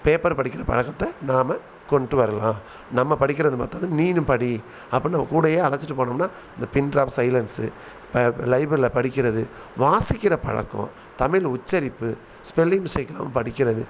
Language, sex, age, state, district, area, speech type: Tamil, male, 45-60, Tamil Nadu, Thanjavur, rural, spontaneous